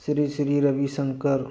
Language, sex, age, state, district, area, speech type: Manipuri, male, 45-60, Manipur, Tengnoupal, urban, spontaneous